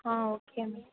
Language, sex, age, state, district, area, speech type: Tamil, female, 18-30, Tamil Nadu, Tiruvarur, rural, conversation